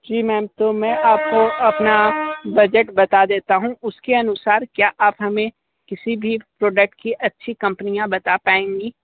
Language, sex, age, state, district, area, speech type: Hindi, male, 18-30, Uttar Pradesh, Sonbhadra, rural, conversation